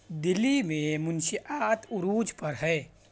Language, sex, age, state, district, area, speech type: Urdu, male, 30-45, Uttar Pradesh, Shahjahanpur, rural, read